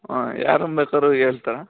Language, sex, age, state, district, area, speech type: Kannada, male, 18-30, Karnataka, Chikkamagaluru, rural, conversation